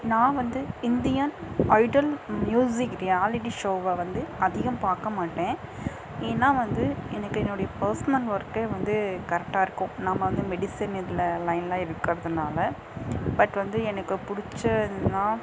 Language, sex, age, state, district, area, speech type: Tamil, female, 45-60, Tamil Nadu, Dharmapuri, rural, spontaneous